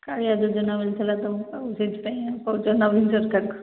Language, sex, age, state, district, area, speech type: Odia, female, 45-60, Odisha, Angul, rural, conversation